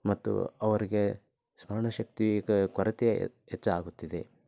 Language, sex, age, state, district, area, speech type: Kannada, male, 30-45, Karnataka, Koppal, rural, spontaneous